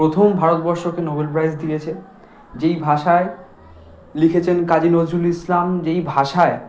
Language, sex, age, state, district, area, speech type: Bengali, male, 18-30, West Bengal, Kolkata, urban, spontaneous